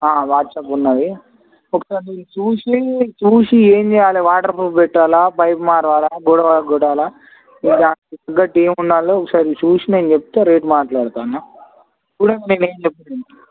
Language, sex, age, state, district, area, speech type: Telugu, male, 18-30, Telangana, Kamareddy, urban, conversation